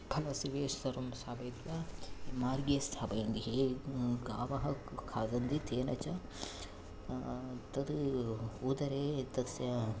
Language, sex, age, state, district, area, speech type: Sanskrit, male, 30-45, Kerala, Kannur, rural, spontaneous